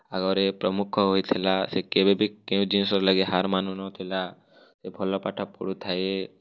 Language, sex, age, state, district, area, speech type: Odia, male, 18-30, Odisha, Kalahandi, rural, spontaneous